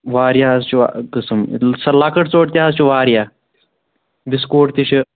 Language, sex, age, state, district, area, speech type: Kashmiri, male, 30-45, Jammu and Kashmir, Shopian, rural, conversation